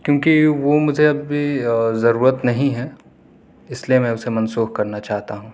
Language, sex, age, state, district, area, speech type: Urdu, male, 18-30, Delhi, South Delhi, urban, spontaneous